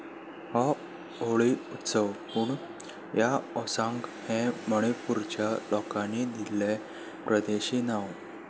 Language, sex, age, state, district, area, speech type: Goan Konkani, male, 18-30, Goa, Salcete, urban, read